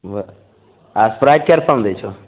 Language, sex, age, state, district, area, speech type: Maithili, male, 30-45, Bihar, Begusarai, urban, conversation